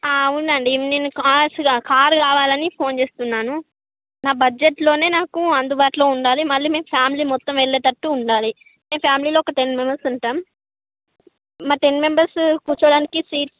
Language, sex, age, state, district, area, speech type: Telugu, female, 60+, Andhra Pradesh, Srikakulam, urban, conversation